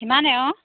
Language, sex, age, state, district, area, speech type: Assamese, female, 30-45, Assam, Sivasagar, rural, conversation